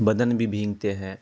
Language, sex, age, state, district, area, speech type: Urdu, male, 18-30, Bihar, Araria, rural, spontaneous